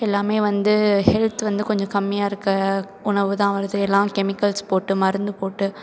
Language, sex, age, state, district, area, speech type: Tamil, female, 18-30, Tamil Nadu, Perambalur, rural, spontaneous